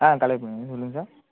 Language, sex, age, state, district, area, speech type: Tamil, male, 18-30, Tamil Nadu, Thanjavur, rural, conversation